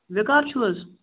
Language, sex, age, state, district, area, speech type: Kashmiri, male, 18-30, Jammu and Kashmir, Bandipora, rural, conversation